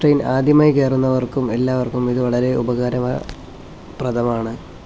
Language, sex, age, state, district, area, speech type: Malayalam, male, 18-30, Kerala, Kollam, rural, spontaneous